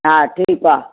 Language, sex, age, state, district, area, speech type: Sindhi, female, 60+, Maharashtra, Mumbai Suburban, urban, conversation